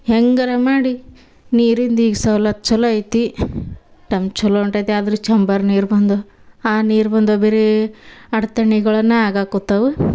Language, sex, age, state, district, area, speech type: Kannada, female, 18-30, Karnataka, Dharwad, rural, spontaneous